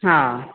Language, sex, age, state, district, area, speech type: Sindhi, female, 45-60, Maharashtra, Thane, urban, conversation